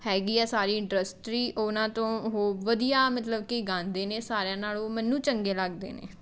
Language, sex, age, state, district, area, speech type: Punjabi, female, 18-30, Punjab, Mohali, rural, spontaneous